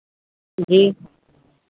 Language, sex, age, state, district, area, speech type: Hindi, female, 45-60, Uttar Pradesh, Lucknow, rural, conversation